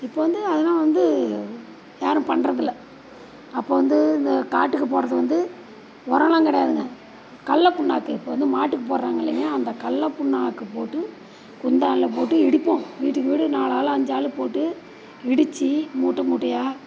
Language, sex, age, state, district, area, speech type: Tamil, female, 60+, Tamil Nadu, Perambalur, rural, spontaneous